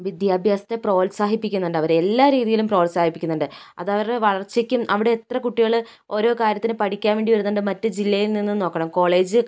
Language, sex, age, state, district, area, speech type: Malayalam, female, 60+, Kerala, Kozhikode, rural, spontaneous